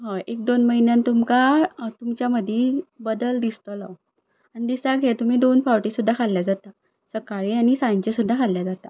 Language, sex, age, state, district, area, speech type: Goan Konkani, female, 18-30, Goa, Ponda, rural, spontaneous